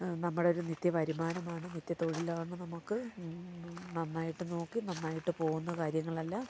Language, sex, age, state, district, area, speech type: Malayalam, female, 30-45, Kerala, Alappuzha, rural, spontaneous